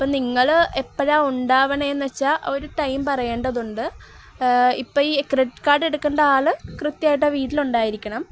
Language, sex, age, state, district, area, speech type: Malayalam, female, 18-30, Kerala, Kozhikode, rural, spontaneous